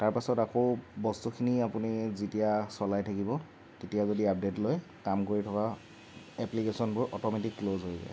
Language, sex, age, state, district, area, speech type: Assamese, male, 18-30, Assam, Lakhimpur, rural, spontaneous